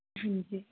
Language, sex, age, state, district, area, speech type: Punjabi, female, 18-30, Punjab, Mansa, urban, conversation